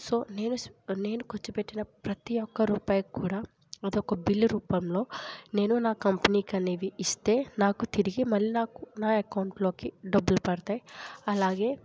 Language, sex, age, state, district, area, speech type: Telugu, female, 30-45, Andhra Pradesh, Kakinada, rural, spontaneous